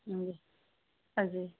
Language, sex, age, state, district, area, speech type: Punjabi, female, 30-45, Punjab, Pathankot, rural, conversation